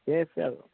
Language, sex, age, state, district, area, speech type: Assamese, male, 18-30, Assam, Udalguri, rural, conversation